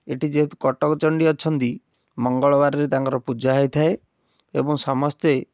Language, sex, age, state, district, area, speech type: Odia, male, 18-30, Odisha, Cuttack, urban, spontaneous